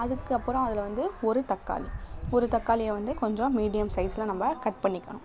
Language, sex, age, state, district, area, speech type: Tamil, female, 30-45, Tamil Nadu, Thanjavur, urban, spontaneous